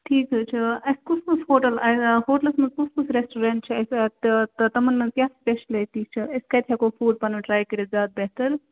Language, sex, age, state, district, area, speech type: Kashmiri, female, 18-30, Jammu and Kashmir, Bandipora, rural, conversation